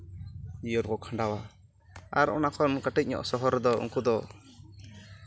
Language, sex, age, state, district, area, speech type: Santali, male, 30-45, West Bengal, Bankura, rural, spontaneous